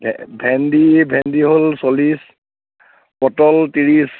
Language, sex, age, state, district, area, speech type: Assamese, male, 30-45, Assam, Nagaon, rural, conversation